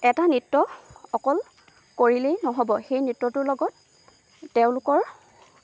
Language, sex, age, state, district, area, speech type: Assamese, female, 18-30, Assam, Lakhimpur, rural, spontaneous